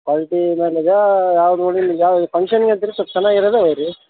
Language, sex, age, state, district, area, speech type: Kannada, male, 30-45, Karnataka, Koppal, rural, conversation